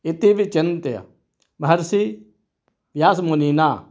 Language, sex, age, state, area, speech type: Sanskrit, male, 30-45, Maharashtra, urban, spontaneous